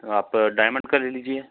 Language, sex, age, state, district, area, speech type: Hindi, male, 30-45, Madhya Pradesh, Betul, rural, conversation